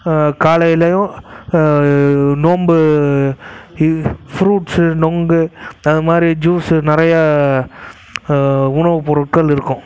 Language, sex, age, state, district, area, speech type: Tamil, male, 18-30, Tamil Nadu, Krishnagiri, rural, spontaneous